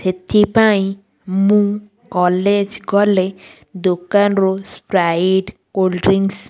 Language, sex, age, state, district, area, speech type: Odia, female, 18-30, Odisha, Ganjam, urban, spontaneous